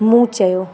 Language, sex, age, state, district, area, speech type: Sindhi, female, 30-45, Uttar Pradesh, Lucknow, urban, read